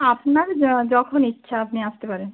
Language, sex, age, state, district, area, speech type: Bengali, female, 18-30, West Bengal, Birbhum, urban, conversation